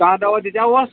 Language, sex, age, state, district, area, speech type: Kashmiri, male, 30-45, Jammu and Kashmir, Kulgam, rural, conversation